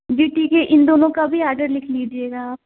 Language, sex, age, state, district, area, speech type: Hindi, female, 18-30, Uttar Pradesh, Varanasi, urban, conversation